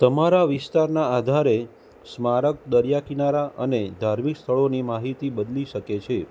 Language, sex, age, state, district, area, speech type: Gujarati, male, 30-45, Gujarat, Kheda, urban, spontaneous